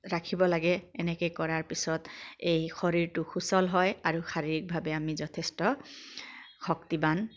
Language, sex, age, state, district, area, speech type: Assamese, female, 45-60, Assam, Biswanath, rural, spontaneous